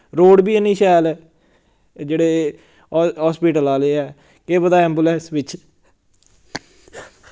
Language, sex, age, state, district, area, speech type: Dogri, male, 18-30, Jammu and Kashmir, Samba, rural, spontaneous